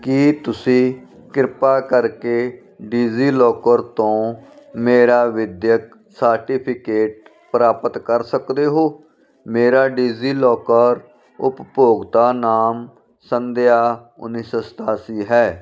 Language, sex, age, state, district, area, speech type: Punjabi, male, 45-60, Punjab, Firozpur, rural, read